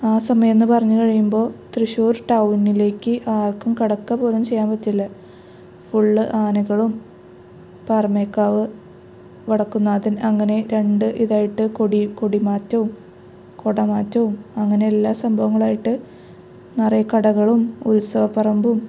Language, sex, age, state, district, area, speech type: Malayalam, female, 18-30, Kerala, Thrissur, rural, spontaneous